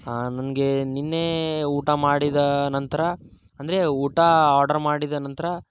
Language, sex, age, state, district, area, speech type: Kannada, male, 30-45, Karnataka, Tumkur, urban, spontaneous